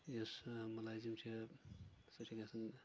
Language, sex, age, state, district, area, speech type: Kashmiri, male, 18-30, Jammu and Kashmir, Shopian, rural, spontaneous